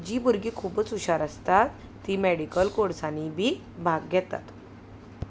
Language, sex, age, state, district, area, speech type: Goan Konkani, female, 30-45, Goa, Salcete, rural, spontaneous